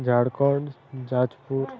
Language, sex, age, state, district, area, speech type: Odia, male, 18-30, Odisha, Malkangiri, urban, spontaneous